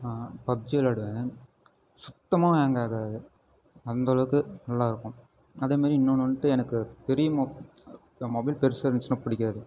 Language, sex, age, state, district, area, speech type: Tamil, male, 18-30, Tamil Nadu, Erode, rural, spontaneous